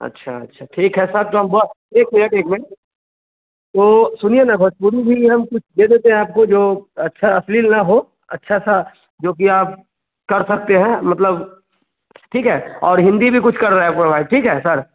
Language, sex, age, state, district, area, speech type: Hindi, male, 18-30, Bihar, Vaishali, rural, conversation